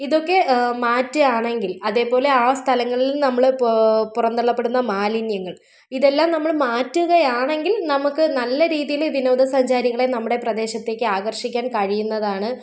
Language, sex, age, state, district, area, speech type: Malayalam, female, 30-45, Kerala, Thiruvananthapuram, rural, spontaneous